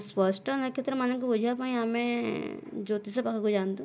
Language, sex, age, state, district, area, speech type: Odia, female, 60+, Odisha, Boudh, rural, spontaneous